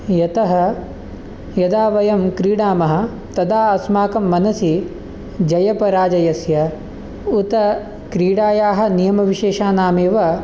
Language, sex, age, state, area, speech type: Sanskrit, male, 18-30, Delhi, urban, spontaneous